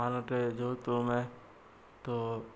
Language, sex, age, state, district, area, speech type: Hindi, male, 60+, Rajasthan, Jodhpur, urban, spontaneous